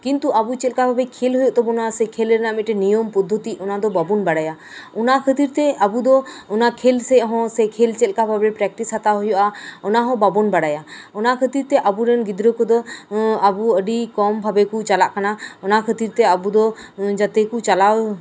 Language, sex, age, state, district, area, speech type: Santali, female, 30-45, West Bengal, Birbhum, rural, spontaneous